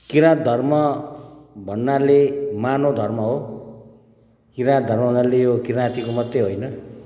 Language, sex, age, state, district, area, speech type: Nepali, male, 60+, West Bengal, Kalimpong, rural, spontaneous